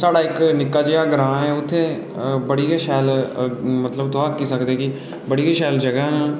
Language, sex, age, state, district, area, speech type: Dogri, male, 18-30, Jammu and Kashmir, Udhampur, rural, spontaneous